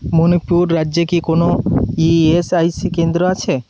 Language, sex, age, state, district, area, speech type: Bengali, male, 18-30, West Bengal, Birbhum, urban, read